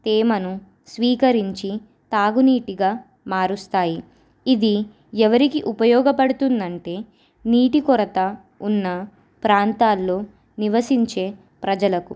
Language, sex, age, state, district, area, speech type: Telugu, female, 18-30, Telangana, Nirmal, urban, spontaneous